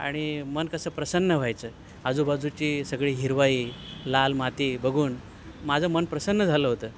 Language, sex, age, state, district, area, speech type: Marathi, male, 45-60, Maharashtra, Thane, rural, spontaneous